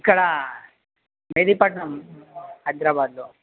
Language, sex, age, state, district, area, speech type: Telugu, male, 18-30, Telangana, Nalgonda, urban, conversation